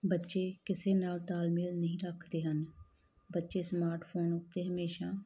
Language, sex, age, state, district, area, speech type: Punjabi, female, 30-45, Punjab, Tarn Taran, rural, spontaneous